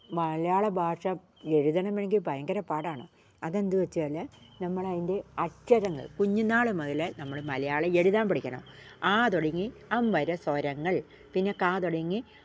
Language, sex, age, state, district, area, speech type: Malayalam, female, 60+, Kerala, Wayanad, rural, spontaneous